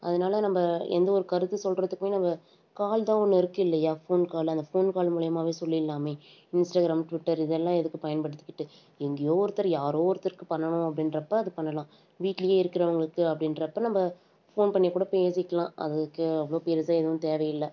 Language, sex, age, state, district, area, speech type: Tamil, female, 18-30, Tamil Nadu, Tiruvannamalai, urban, spontaneous